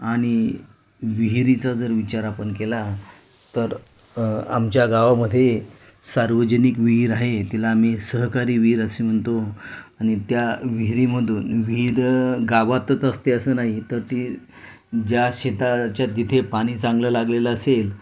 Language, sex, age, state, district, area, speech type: Marathi, male, 30-45, Maharashtra, Ratnagiri, rural, spontaneous